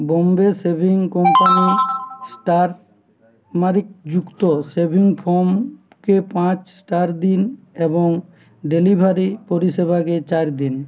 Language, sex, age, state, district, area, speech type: Bengali, male, 30-45, West Bengal, Uttar Dinajpur, urban, read